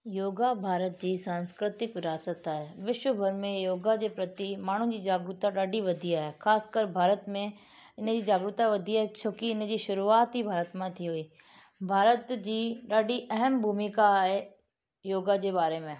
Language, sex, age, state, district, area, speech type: Sindhi, female, 30-45, Rajasthan, Ajmer, urban, spontaneous